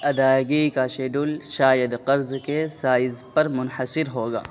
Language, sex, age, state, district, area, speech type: Urdu, male, 30-45, Bihar, Khagaria, rural, read